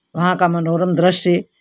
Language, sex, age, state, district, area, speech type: Hindi, female, 60+, Uttar Pradesh, Hardoi, rural, spontaneous